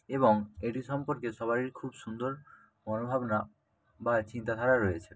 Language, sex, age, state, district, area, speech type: Bengali, male, 45-60, West Bengal, Purba Medinipur, rural, spontaneous